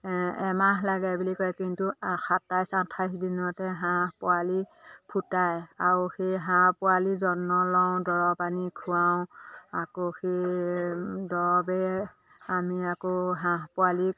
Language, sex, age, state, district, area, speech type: Assamese, female, 45-60, Assam, Majuli, urban, spontaneous